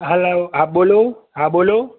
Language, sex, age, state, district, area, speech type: Gujarati, male, 30-45, Gujarat, Kheda, rural, conversation